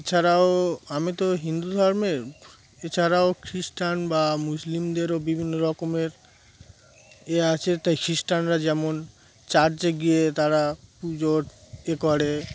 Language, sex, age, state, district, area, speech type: Bengali, male, 30-45, West Bengal, Darjeeling, urban, spontaneous